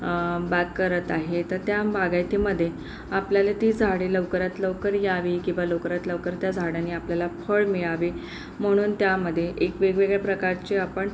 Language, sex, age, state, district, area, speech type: Marathi, female, 45-60, Maharashtra, Akola, urban, spontaneous